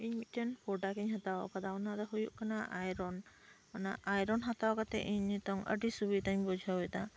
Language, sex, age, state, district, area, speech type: Santali, female, 30-45, West Bengal, Birbhum, rural, spontaneous